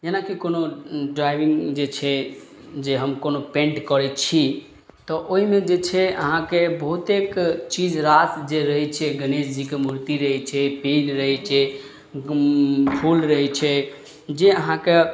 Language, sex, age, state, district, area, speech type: Maithili, male, 18-30, Bihar, Madhubani, rural, spontaneous